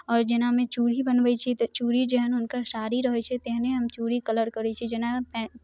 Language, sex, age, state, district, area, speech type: Maithili, female, 18-30, Bihar, Muzaffarpur, rural, spontaneous